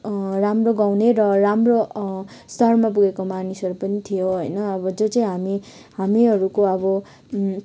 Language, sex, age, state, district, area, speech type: Nepali, female, 18-30, West Bengal, Kalimpong, rural, spontaneous